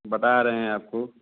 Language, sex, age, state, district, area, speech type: Hindi, male, 18-30, Uttar Pradesh, Azamgarh, rural, conversation